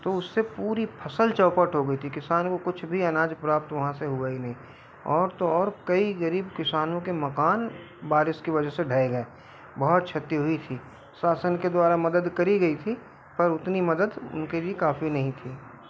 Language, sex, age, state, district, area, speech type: Hindi, male, 45-60, Madhya Pradesh, Balaghat, rural, spontaneous